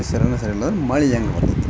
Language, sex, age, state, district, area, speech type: Kannada, male, 30-45, Karnataka, Vijayanagara, rural, spontaneous